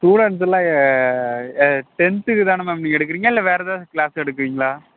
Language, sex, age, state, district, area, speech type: Tamil, male, 18-30, Tamil Nadu, Perambalur, rural, conversation